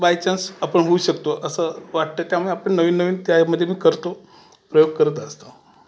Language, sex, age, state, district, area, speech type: Marathi, male, 45-60, Maharashtra, Raigad, rural, spontaneous